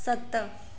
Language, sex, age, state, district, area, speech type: Sindhi, female, 18-30, Maharashtra, Thane, urban, read